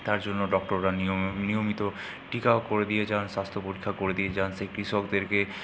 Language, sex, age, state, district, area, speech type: Bengali, male, 60+, West Bengal, Purulia, urban, spontaneous